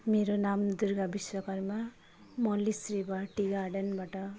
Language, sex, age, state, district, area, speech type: Nepali, female, 30-45, West Bengal, Jalpaiguri, rural, spontaneous